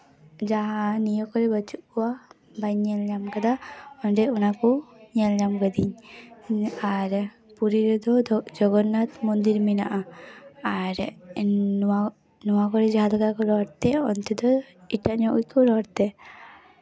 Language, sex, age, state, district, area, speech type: Santali, female, 18-30, West Bengal, Paschim Bardhaman, rural, spontaneous